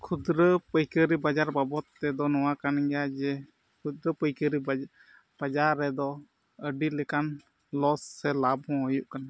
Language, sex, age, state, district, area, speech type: Santali, male, 18-30, Jharkhand, Pakur, rural, spontaneous